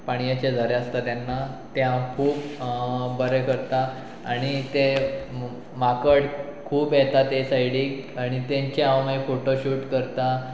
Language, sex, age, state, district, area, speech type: Goan Konkani, male, 30-45, Goa, Pernem, rural, spontaneous